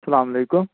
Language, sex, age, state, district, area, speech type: Kashmiri, male, 18-30, Jammu and Kashmir, Anantnag, rural, conversation